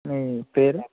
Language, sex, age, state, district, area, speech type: Telugu, male, 60+, Andhra Pradesh, East Godavari, rural, conversation